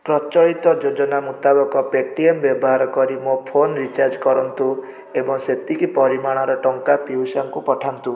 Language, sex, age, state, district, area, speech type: Odia, male, 18-30, Odisha, Puri, urban, read